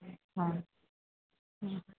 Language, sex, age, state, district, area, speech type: Urdu, female, 45-60, Uttar Pradesh, Rampur, urban, conversation